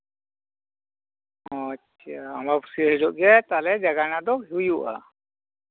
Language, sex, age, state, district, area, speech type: Santali, male, 45-60, West Bengal, Bankura, rural, conversation